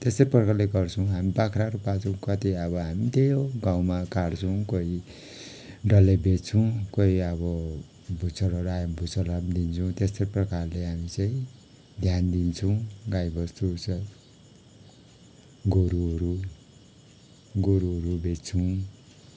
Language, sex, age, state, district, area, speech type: Nepali, male, 45-60, West Bengal, Kalimpong, rural, spontaneous